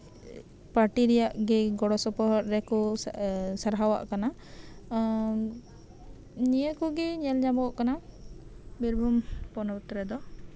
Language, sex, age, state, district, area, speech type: Santali, female, 30-45, West Bengal, Birbhum, rural, spontaneous